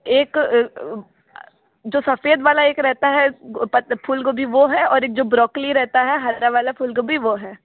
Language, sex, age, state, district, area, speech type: Hindi, female, 30-45, Uttar Pradesh, Sonbhadra, rural, conversation